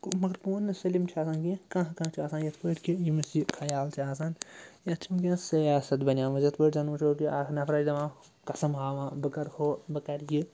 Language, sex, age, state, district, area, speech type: Kashmiri, male, 30-45, Jammu and Kashmir, Srinagar, urban, spontaneous